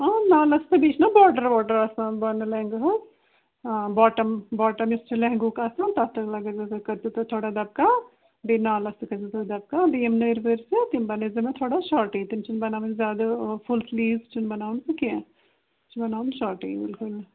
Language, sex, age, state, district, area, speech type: Kashmiri, female, 60+, Jammu and Kashmir, Srinagar, urban, conversation